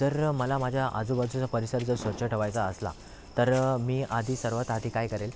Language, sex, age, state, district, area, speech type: Marathi, male, 18-30, Maharashtra, Thane, urban, spontaneous